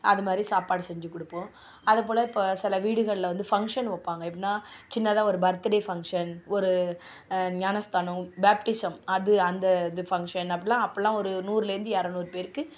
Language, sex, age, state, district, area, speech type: Tamil, female, 45-60, Tamil Nadu, Nagapattinam, urban, spontaneous